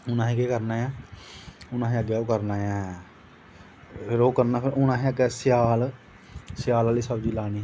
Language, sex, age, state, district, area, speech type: Dogri, male, 30-45, Jammu and Kashmir, Jammu, rural, spontaneous